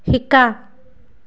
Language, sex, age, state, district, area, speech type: Assamese, female, 30-45, Assam, Sivasagar, rural, read